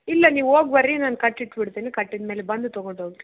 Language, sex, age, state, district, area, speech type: Kannada, female, 18-30, Karnataka, Chitradurga, rural, conversation